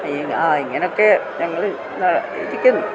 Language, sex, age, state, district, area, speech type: Malayalam, female, 60+, Kerala, Kottayam, urban, spontaneous